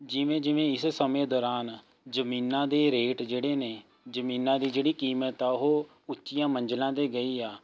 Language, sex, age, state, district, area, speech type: Punjabi, male, 18-30, Punjab, Rupnagar, rural, spontaneous